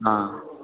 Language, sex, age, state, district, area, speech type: Kannada, male, 18-30, Karnataka, Chikkaballapur, rural, conversation